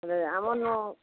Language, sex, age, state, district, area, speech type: Odia, female, 45-60, Odisha, Bargarh, rural, conversation